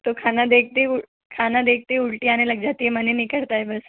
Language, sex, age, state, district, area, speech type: Hindi, female, 18-30, Rajasthan, Jaipur, urban, conversation